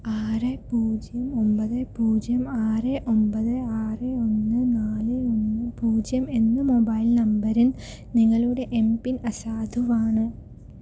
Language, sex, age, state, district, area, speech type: Malayalam, female, 18-30, Kerala, Palakkad, rural, read